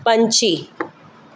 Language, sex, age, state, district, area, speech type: Punjabi, female, 45-60, Punjab, Kapurthala, rural, read